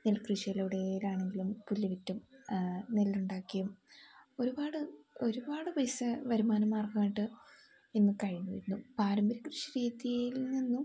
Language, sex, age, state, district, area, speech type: Malayalam, female, 18-30, Kerala, Wayanad, rural, spontaneous